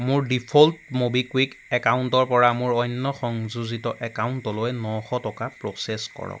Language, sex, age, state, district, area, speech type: Assamese, male, 18-30, Assam, Jorhat, urban, read